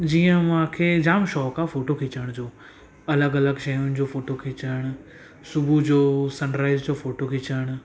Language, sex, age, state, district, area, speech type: Sindhi, male, 18-30, Gujarat, Surat, urban, spontaneous